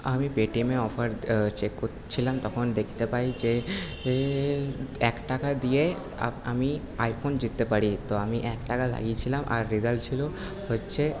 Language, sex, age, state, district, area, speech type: Bengali, male, 18-30, West Bengal, Paschim Bardhaman, urban, spontaneous